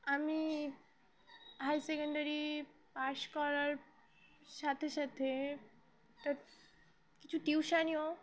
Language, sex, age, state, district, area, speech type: Bengali, female, 18-30, West Bengal, Dakshin Dinajpur, urban, spontaneous